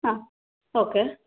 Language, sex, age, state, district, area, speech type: Kannada, female, 30-45, Karnataka, Kolar, rural, conversation